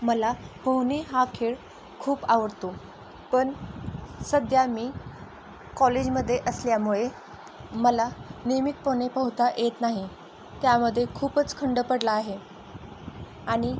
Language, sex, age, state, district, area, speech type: Marathi, female, 18-30, Maharashtra, Osmanabad, rural, spontaneous